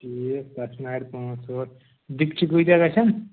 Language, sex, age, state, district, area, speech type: Kashmiri, male, 45-60, Jammu and Kashmir, Budgam, urban, conversation